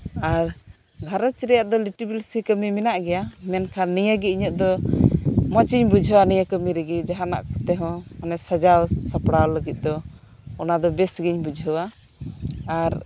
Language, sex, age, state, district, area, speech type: Santali, female, 18-30, West Bengal, Birbhum, rural, spontaneous